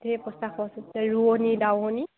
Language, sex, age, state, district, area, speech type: Assamese, female, 18-30, Assam, Sivasagar, rural, conversation